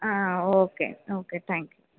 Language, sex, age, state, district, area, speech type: Kannada, female, 18-30, Karnataka, Chamarajanagar, rural, conversation